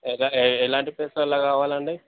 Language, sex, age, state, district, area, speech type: Telugu, male, 18-30, Telangana, Jangaon, rural, conversation